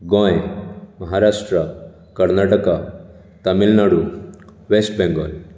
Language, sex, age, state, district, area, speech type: Goan Konkani, male, 30-45, Goa, Bardez, urban, spontaneous